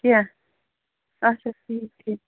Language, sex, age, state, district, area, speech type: Kashmiri, female, 30-45, Jammu and Kashmir, Srinagar, urban, conversation